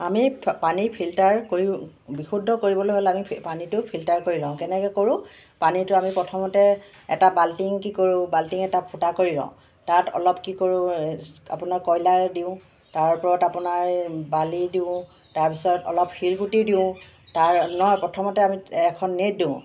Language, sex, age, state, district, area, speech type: Assamese, female, 45-60, Assam, Charaideo, urban, spontaneous